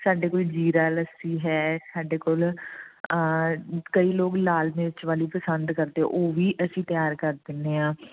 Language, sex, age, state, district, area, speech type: Punjabi, female, 45-60, Punjab, Fazilka, rural, conversation